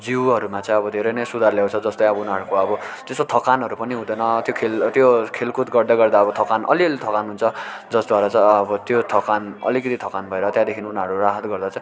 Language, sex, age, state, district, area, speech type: Nepali, male, 18-30, West Bengal, Darjeeling, rural, spontaneous